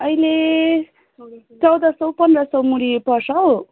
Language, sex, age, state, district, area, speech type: Nepali, female, 18-30, West Bengal, Darjeeling, rural, conversation